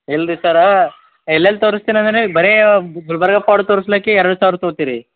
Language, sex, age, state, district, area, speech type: Kannada, male, 18-30, Karnataka, Gulbarga, urban, conversation